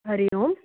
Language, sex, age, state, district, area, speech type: Sanskrit, female, 45-60, Karnataka, Belgaum, urban, conversation